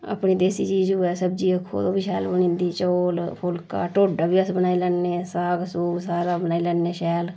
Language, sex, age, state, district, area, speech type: Dogri, female, 45-60, Jammu and Kashmir, Udhampur, rural, spontaneous